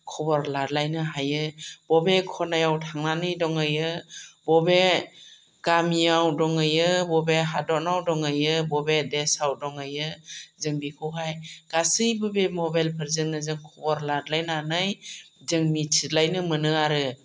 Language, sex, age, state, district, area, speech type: Bodo, female, 45-60, Assam, Chirang, rural, spontaneous